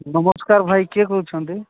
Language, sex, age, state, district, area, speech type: Odia, male, 45-60, Odisha, Nabarangpur, rural, conversation